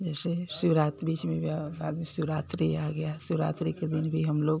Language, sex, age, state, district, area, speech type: Hindi, female, 60+, Uttar Pradesh, Ghazipur, urban, spontaneous